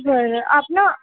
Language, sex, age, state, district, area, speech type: Marathi, female, 18-30, Maharashtra, Jalna, rural, conversation